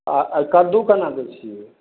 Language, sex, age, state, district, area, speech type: Maithili, male, 60+, Bihar, Madhepura, urban, conversation